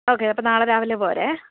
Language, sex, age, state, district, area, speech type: Malayalam, female, 18-30, Kerala, Alappuzha, rural, conversation